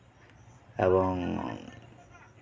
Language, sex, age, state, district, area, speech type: Santali, male, 45-60, West Bengal, Birbhum, rural, spontaneous